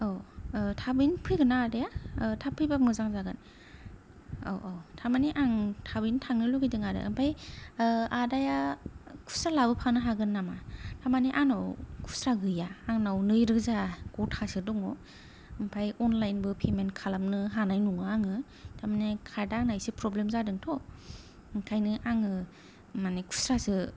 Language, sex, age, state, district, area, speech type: Bodo, female, 18-30, Assam, Kokrajhar, rural, spontaneous